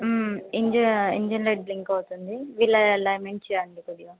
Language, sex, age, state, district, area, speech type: Telugu, female, 18-30, Telangana, Sangareddy, urban, conversation